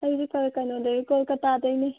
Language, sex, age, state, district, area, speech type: Manipuri, female, 30-45, Manipur, Senapati, rural, conversation